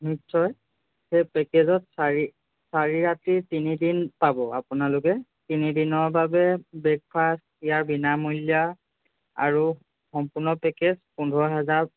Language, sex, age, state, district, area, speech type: Assamese, male, 18-30, Assam, Jorhat, urban, conversation